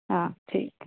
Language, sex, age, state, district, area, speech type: Dogri, female, 30-45, Jammu and Kashmir, Udhampur, urban, conversation